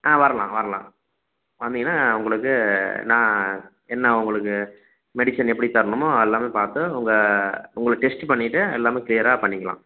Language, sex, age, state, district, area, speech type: Tamil, male, 30-45, Tamil Nadu, Salem, urban, conversation